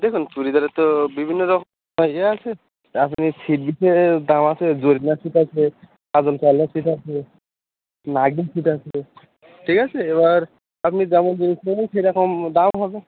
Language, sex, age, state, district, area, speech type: Bengali, male, 18-30, West Bengal, Birbhum, urban, conversation